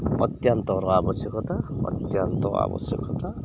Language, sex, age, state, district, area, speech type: Odia, male, 30-45, Odisha, Subarnapur, urban, spontaneous